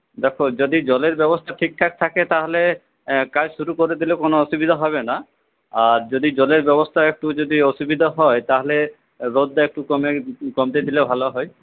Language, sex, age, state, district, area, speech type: Bengali, male, 18-30, West Bengal, Purulia, rural, conversation